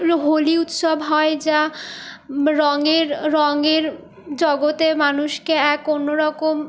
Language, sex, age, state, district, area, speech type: Bengali, female, 30-45, West Bengal, Purulia, urban, spontaneous